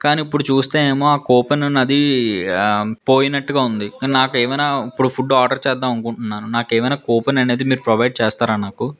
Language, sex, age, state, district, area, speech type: Telugu, male, 18-30, Andhra Pradesh, Vizianagaram, urban, spontaneous